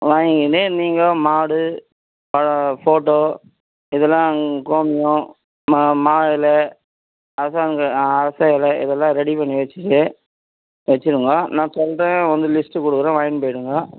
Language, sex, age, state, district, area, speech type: Tamil, male, 60+, Tamil Nadu, Vellore, rural, conversation